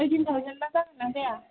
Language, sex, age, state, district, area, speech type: Bodo, female, 18-30, Assam, Chirang, rural, conversation